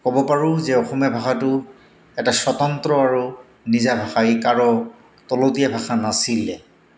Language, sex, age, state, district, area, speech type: Assamese, male, 45-60, Assam, Goalpara, urban, spontaneous